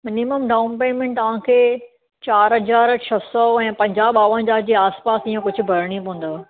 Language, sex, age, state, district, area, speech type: Sindhi, female, 30-45, Maharashtra, Thane, urban, conversation